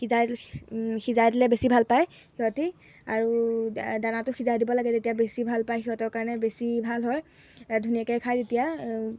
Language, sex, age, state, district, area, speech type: Assamese, female, 18-30, Assam, Golaghat, rural, spontaneous